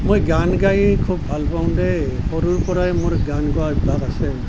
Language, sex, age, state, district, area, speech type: Assamese, male, 60+, Assam, Nalbari, rural, spontaneous